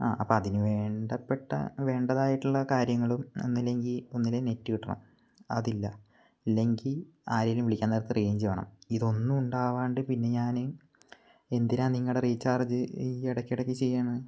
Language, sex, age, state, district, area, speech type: Malayalam, male, 18-30, Kerala, Wayanad, rural, spontaneous